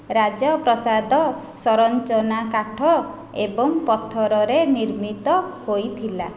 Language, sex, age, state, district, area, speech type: Odia, female, 30-45, Odisha, Khordha, rural, read